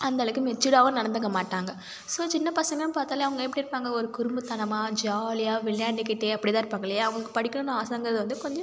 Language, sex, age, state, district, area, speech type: Tamil, female, 30-45, Tamil Nadu, Cuddalore, rural, spontaneous